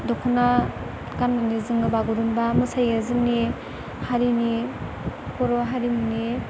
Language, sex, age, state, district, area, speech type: Bodo, female, 18-30, Assam, Chirang, urban, spontaneous